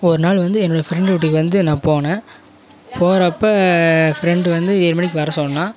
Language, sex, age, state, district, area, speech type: Tamil, male, 18-30, Tamil Nadu, Kallakurichi, rural, spontaneous